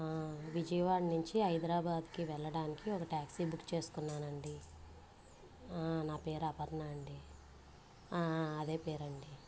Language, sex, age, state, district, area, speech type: Telugu, female, 30-45, Andhra Pradesh, Bapatla, urban, spontaneous